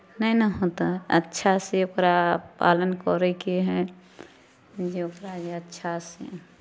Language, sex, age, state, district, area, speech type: Maithili, female, 30-45, Bihar, Samastipur, rural, spontaneous